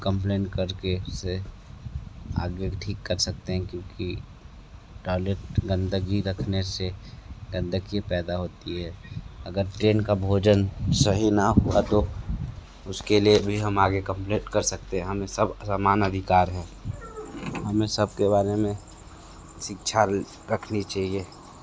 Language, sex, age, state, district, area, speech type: Hindi, male, 30-45, Uttar Pradesh, Sonbhadra, rural, spontaneous